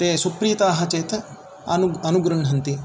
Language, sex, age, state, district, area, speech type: Sanskrit, male, 30-45, Karnataka, Davanagere, urban, spontaneous